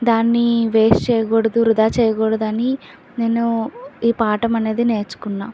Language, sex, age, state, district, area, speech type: Telugu, female, 18-30, Andhra Pradesh, Visakhapatnam, rural, spontaneous